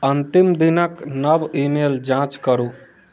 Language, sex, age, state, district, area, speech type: Maithili, male, 18-30, Bihar, Muzaffarpur, rural, read